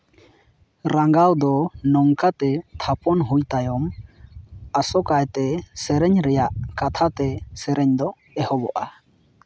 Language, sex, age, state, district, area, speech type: Santali, male, 18-30, West Bengal, Purulia, rural, read